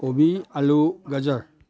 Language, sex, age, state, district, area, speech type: Manipuri, male, 60+, Manipur, Imphal East, rural, spontaneous